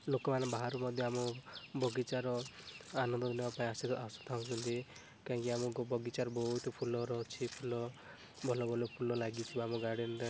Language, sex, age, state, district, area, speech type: Odia, male, 18-30, Odisha, Rayagada, rural, spontaneous